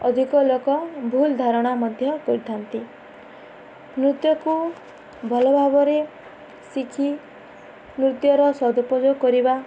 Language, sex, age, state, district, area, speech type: Odia, female, 18-30, Odisha, Balangir, urban, spontaneous